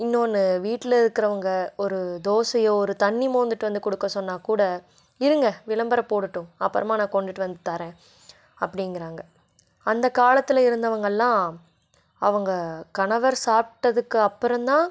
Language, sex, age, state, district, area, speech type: Tamil, female, 18-30, Tamil Nadu, Coimbatore, rural, spontaneous